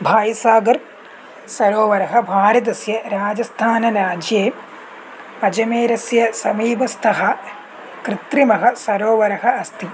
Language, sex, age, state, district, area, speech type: Sanskrit, male, 18-30, Kerala, Idukki, urban, read